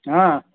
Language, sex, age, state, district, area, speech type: Kannada, male, 45-60, Karnataka, Belgaum, rural, conversation